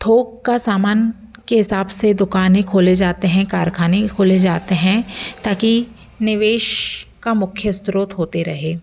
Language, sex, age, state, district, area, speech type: Hindi, female, 30-45, Madhya Pradesh, Jabalpur, urban, spontaneous